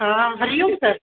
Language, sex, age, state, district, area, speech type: Sindhi, female, 30-45, Rajasthan, Ajmer, rural, conversation